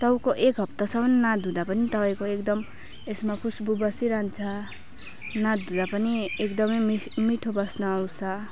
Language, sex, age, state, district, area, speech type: Nepali, female, 30-45, West Bengal, Alipurduar, urban, spontaneous